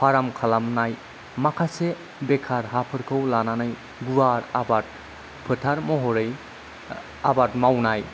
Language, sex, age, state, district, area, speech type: Bodo, male, 30-45, Assam, Kokrajhar, rural, spontaneous